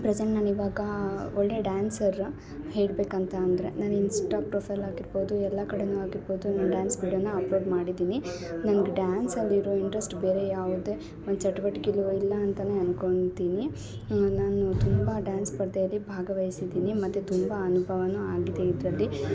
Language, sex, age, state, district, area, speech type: Kannada, female, 18-30, Karnataka, Chikkaballapur, urban, spontaneous